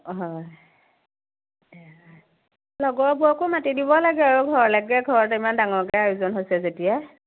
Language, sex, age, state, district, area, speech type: Assamese, female, 30-45, Assam, Majuli, urban, conversation